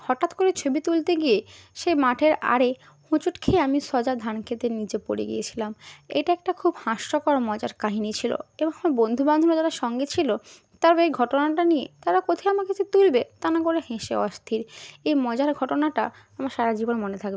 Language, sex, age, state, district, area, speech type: Bengali, female, 18-30, West Bengal, Hooghly, urban, spontaneous